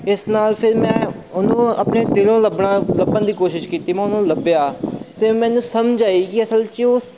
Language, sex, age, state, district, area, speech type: Punjabi, male, 30-45, Punjab, Amritsar, urban, spontaneous